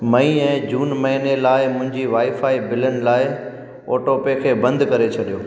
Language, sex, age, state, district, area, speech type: Sindhi, male, 30-45, Gujarat, Junagadh, rural, read